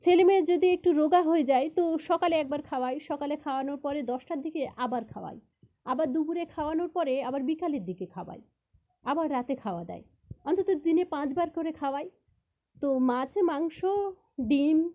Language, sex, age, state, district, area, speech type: Bengali, female, 30-45, West Bengal, Jalpaiguri, rural, spontaneous